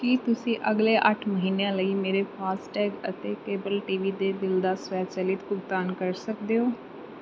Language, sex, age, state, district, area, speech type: Punjabi, female, 18-30, Punjab, Mansa, urban, read